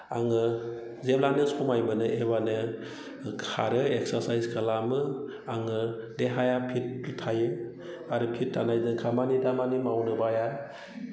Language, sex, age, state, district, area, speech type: Bodo, male, 30-45, Assam, Udalguri, rural, spontaneous